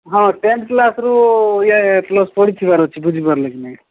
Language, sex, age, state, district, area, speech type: Odia, male, 45-60, Odisha, Nabarangpur, rural, conversation